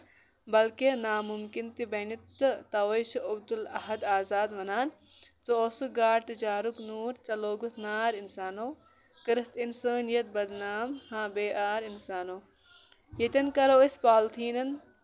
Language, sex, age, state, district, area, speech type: Kashmiri, male, 18-30, Jammu and Kashmir, Kulgam, rural, spontaneous